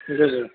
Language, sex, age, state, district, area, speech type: Urdu, male, 30-45, Uttar Pradesh, Gautam Buddha Nagar, rural, conversation